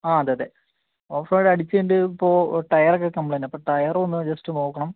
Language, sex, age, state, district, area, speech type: Malayalam, male, 18-30, Kerala, Wayanad, rural, conversation